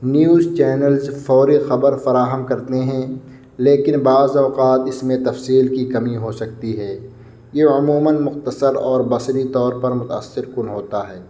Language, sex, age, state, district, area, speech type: Urdu, male, 18-30, Uttar Pradesh, Muzaffarnagar, urban, spontaneous